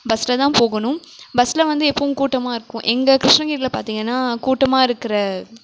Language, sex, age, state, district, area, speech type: Tamil, female, 18-30, Tamil Nadu, Krishnagiri, rural, spontaneous